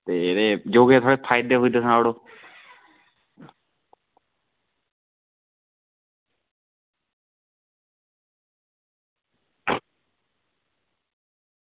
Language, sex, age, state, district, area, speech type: Dogri, male, 30-45, Jammu and Kashmir, Udhampur, rural, conversation